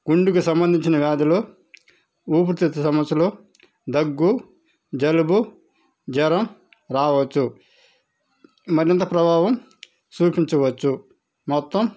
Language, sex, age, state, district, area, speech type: Telugu, male, 45-60, Andhra Pradesh, Sri Balaji, rural, spontaneous